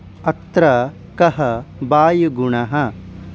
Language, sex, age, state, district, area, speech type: Sanskrit, male, 18-30, Odisha, Khordha, urban, read